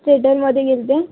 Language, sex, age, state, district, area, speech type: Marathi, female, 18-30, Maharashtra, Wardha, rural, conversation